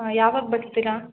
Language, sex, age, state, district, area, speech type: Kannada, female, 18-30, Karnataka, Hassan, urban, conversation